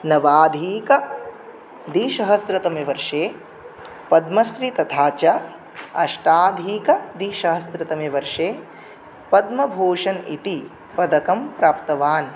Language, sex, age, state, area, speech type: Sanskrit, male, 18-30, Tripura, rural, spontaneous